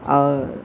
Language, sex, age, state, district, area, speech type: Sindhi, female, 60+, Uttar Pradesh, Lucknow, urban, spontaneous